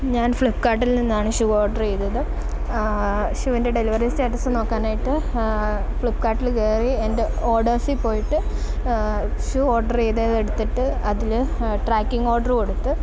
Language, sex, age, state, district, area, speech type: Malayalam, female, 18-30, Kerala, Kollam, rural, spontaneous